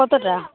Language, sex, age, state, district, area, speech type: Bengali, female, 30-45, West Bengal, Malda, urban, conversation